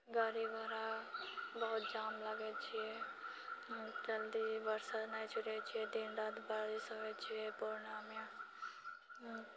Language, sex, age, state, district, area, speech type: Maithili, female, 45-60, Bihar, Purnia, rural, spontaneous